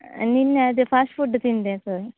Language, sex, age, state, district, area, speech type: Kannada, female, 18-30, Karnataka, Udupi, urban, conversation